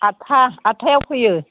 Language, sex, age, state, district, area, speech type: Bodo, female, 60+, Assam, Chirang, rural, conversation